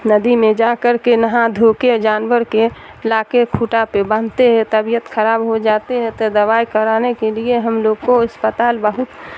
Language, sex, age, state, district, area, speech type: Urdu, female, 60+, Bihar, Darbhanga, rural, spontaneous